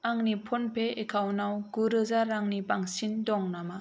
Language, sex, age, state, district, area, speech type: Bodo, female, 18-30, Assam, Kokrajhar, urban, read